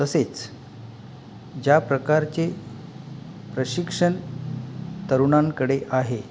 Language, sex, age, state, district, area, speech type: Marathi, male, 45-60, Maharashtra, Palghar, rural, spontaneous